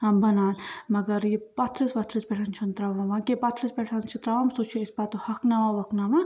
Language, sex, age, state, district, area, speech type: Kashmiri, female, 18-30, Jammu and Kashmir, Baramulla, rural, spontaneous